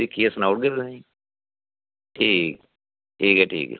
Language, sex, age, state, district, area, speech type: Dogri, male, 45-60, Jammu and Kashmir, Samba, rural, conversation